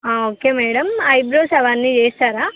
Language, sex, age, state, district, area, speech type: Telugu, female, 18-30, Telangana, Khammam, urban, conversation